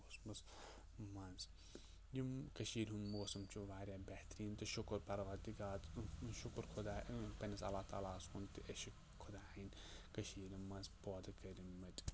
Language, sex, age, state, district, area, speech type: Kashmiri, male, 18-30, Jammu and Kashmir, Kupwara, urban, spontaneous